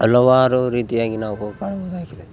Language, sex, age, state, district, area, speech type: Kannada, male, 18-30, Karnataka, Bellary, rural, spontaneous